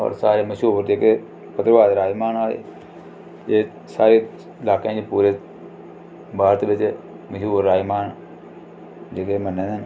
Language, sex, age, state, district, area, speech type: Dogri, male, 45-60, Jammu and Kashmir, Reasi, rural, spontaneous